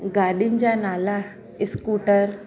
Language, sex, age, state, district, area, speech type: Sindhi, female, 30-45, Uttar Pradesh, Lucknow, urban, spontaneous